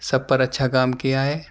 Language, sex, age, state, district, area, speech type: Urdu, male, 18-30, Uttar Pradesh, Gautam Buddha Nagar, urban, spontaneous